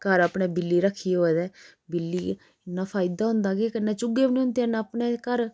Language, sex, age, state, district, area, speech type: Dogri, female, 30-45, Jammu and Kashmir, Udhampur, rural, spontaneous